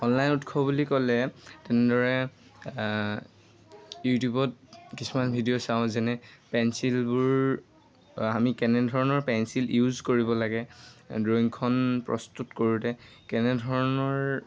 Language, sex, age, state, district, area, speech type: Assamese, male, 18-30, Assam, Lakhimpur, rural, spontaneous